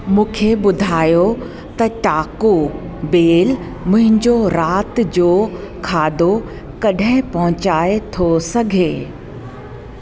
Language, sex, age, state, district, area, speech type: Sindhi, female, 45-60, Delhi, South Delhi, urban, read